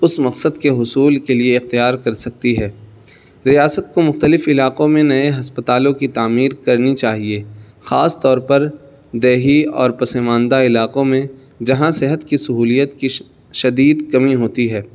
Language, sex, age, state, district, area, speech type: Urdu, male, 18-30, Uttar Pradesh, Saharanpur, urban, spontaneous